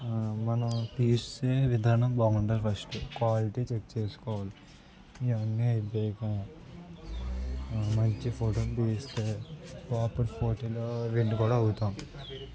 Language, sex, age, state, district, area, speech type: Telugu, male, 18-30, Andhra Pradesh, Anakapalli, rural, spontaneous